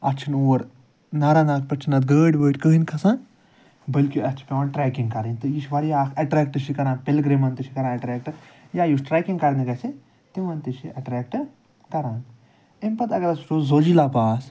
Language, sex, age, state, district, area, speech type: Kashmiri, male, 45-60, Jammu and Kashmir, Ganderbal, urban, spontaneous